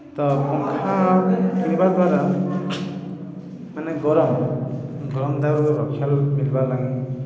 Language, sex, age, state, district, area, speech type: Odia, male, 30-45, Odisha, Balangir, urban, spontaneous